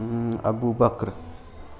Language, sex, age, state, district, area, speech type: Urdu, male, 18-30, Bihar, Gaya, rural, spontaneous